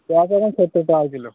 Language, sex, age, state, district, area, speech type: Bengali, male, 18-30, West Bengal, Birbhum, urban, conversation